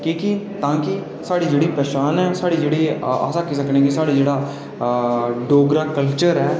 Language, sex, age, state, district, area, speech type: Dogri, male, 18-30, Jammu and Kashmir, Udhampur, rural, spontaneous